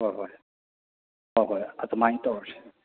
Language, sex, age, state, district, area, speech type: Manipuri, male, 30-45, Manipur, Kakching, rural, conversation